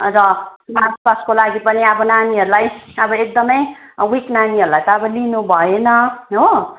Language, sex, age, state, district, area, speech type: Nepali, female, 30-45, West Bengal, Darjeeling, rural, conversation